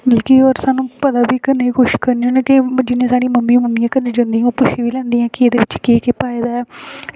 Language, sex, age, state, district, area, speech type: Dogri, female, 18-30, Jammu and Kashmir, Samba, rural, spontaneous